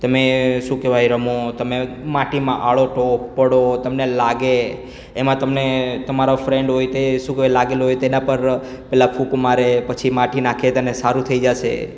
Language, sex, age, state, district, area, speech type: Gujarati, male, 30-45, Gujarat, Surat, rural, spontaneous